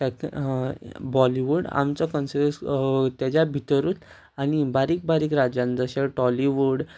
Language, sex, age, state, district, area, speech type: Goan Konkani, male, 18-30, Goa, Ponda, rural, spontaneous